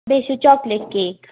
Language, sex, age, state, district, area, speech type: Kashmiri, female, 30-45, Jammu and Kashmir, Ganderbal, rural, conversation